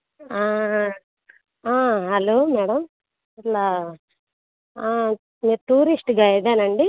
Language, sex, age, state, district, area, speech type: Telugu, female, 30-45, Andhra Pradesh, Bapatla, urban, conversation